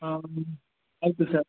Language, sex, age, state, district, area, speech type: Kannada, male, 18-30, Karnataka, Bangalore Urban, urban, conversation